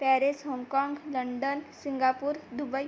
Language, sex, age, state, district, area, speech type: Marathi, female, 18-30, Maharashtra, Amravati, urban, spontaneous